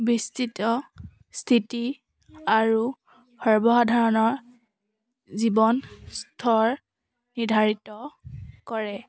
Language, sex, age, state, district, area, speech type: Assamese, female, 18-30, Assam, Charaideo, urban, spontaneous